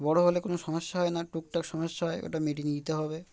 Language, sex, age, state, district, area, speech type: Bengali, male, 18-30, West Bengal, Uttar Dinajpur, urban, spontaneous